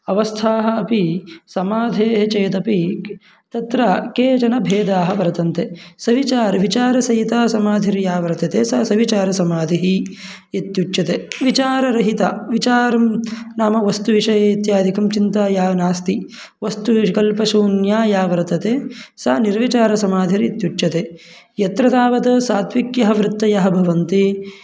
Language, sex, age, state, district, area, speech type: Sanskrit, male, 18-30, Karnataka, Mandya, rural, spontaneous